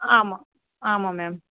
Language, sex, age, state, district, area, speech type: Tamil, female, 30-45, Tamil Nadu, Nilgiris, urban, conversation